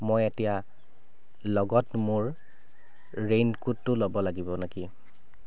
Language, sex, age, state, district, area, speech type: Assamese, male, 30-45, Assam, Sivasagar, urban, read